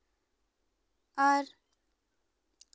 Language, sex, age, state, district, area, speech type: Santali, female, 18-30, West Bengal, Bankura, rural, spontaneous